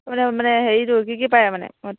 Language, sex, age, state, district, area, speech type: Assamese, female, 18-30, Assam, Charaideo, rural, conversation